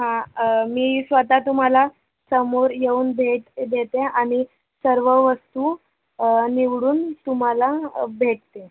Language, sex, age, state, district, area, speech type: Marathi, female, 18-30, Maharashtra, Thane, urban, conversation